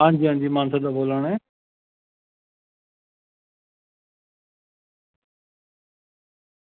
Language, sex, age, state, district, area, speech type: Dogri, male, 18-30, Jammu and Kashmir, Samba, rural, conversation